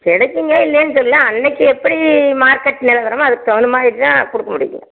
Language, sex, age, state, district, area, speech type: Tamil, female, 60+, Tamil Nadu, Erode, rural, conversation